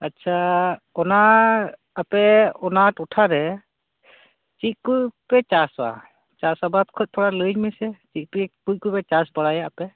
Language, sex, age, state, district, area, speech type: Santali, male, 30-45, West Bengal, Purba Bardhaman, rural, conversation